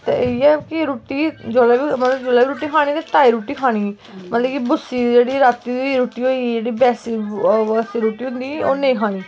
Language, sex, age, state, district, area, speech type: Dogri, female, 18-30, Jammu and Kashmir, Kathua, rural, spontaneous